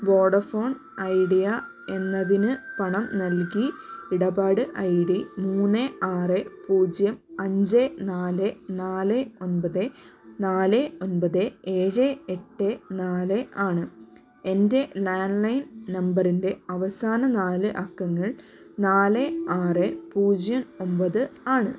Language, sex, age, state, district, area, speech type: Malayalam, female, 45-60, Kerala, Wayanad, rural, read